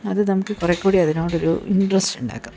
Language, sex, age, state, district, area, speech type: Malayalam, female, 30-45, Kerala, Idukki, rural, spontaneous